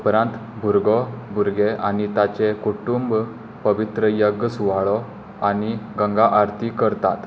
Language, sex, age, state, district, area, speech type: Goan Konkani, male, 18-30, Goa, Tiswadi, rural, read